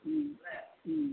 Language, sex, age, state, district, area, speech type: Odia, male, 45-60, Odisha, Sundergarh, rural, conversation